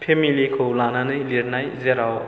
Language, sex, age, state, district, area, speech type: Bodo, male, 18-30, Assam, Chirang, rural, spontaneous